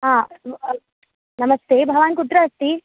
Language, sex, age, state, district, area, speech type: Sanskrit, female, 18-30, Kerala, Thrissur, rural, conversation